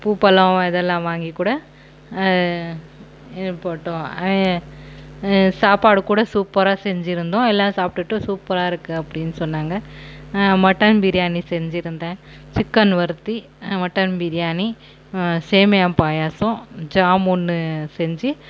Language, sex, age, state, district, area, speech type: Tamil, female, 45-60, Tamil Nadu, Krishnagiri, rural, spontaneous